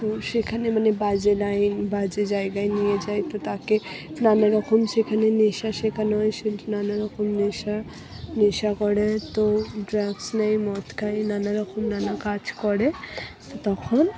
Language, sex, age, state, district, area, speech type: Bengali, female, 60+, West Bengal, Purba Bardhaman, rural, spontaneous